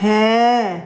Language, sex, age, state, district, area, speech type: Bengali, male, 18-30, West Bengal, Howrah, urban, read